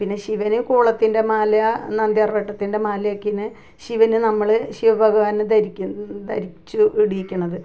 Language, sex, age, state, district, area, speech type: Malayalam, female, 45-60, Kerala, Ernakulam, rural, spontaneous